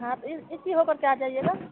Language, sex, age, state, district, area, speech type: Hindi, female, 30-45, Bihar, Madhepura, rural, conversation